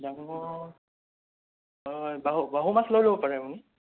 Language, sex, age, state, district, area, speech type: Assamese, male, 18-30, Assam, Sonitpur, rural, conversation